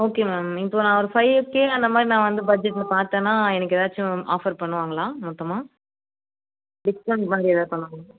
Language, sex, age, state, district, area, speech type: Tamil, female, 30-45, Tamil Nadu, Chennai, urban, conversation